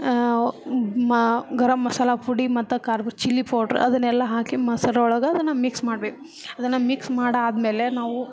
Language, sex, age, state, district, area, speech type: Kannada, female, 30-45, Karnataka, Gadag, rural, spontaneous